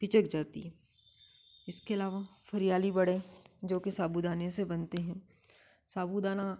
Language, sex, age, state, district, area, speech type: Hindi, female, 30-45, Madhya Pradesh, Ujjain, urban, spontaneous